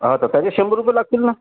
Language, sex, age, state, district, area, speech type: Marathi, male, 45-60, Maharashtra, Nagpur, urban, conversation